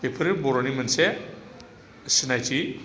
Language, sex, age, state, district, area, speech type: Bodo, male, 45-60, Assam, Chirang, urban, spontaneous